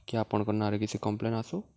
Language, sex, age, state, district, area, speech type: Odia, male, 18-30, Odisha, Subarnapur, urban, spontaneous